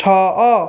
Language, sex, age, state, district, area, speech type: Odia, male, 18-30, Odisha, Khordha, rural, read